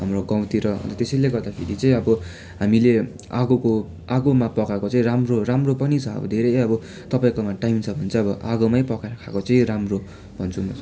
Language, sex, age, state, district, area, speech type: Nepali, male, 18-30, West Bengal, Darjeeling, rural, spontaneous